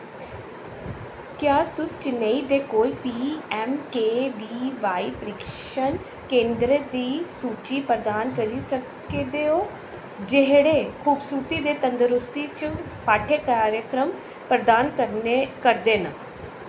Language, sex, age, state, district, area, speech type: Dogri, female, 45-60, Jammu and Kashmir, Jammu, urban, read